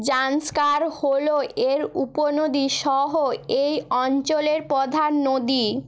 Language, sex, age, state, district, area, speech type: Bengali, female, 18-30, West Bengal, Nadia, rural, read